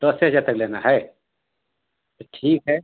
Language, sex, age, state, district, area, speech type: Hindi, male, 60+, Uttar Pradesh, Ghazipur, rural, conversation